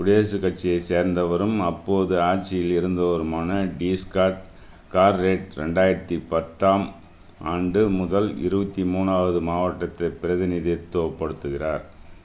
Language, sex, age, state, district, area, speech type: Tamil, male, 60+, Tamil Nadu, Viluppuram, rural, read